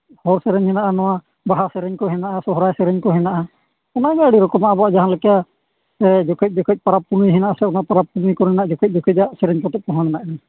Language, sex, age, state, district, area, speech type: Santali, male, 45-60, Jharkhand, East Singhbhum, rural, conversation